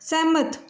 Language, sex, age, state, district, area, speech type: Punjabi, female, 18-30, Punjab, Fatehgarh Sahib, rural, read